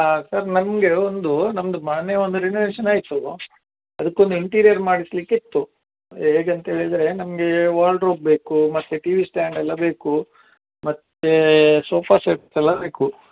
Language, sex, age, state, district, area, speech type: Kannada, male, 45-60, Karnataka, Udupi, rural, conversation